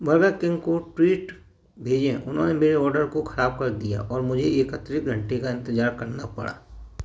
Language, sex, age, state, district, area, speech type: Hindi, male, 45-60, Madhya Pradesh, Gwalior, rural, read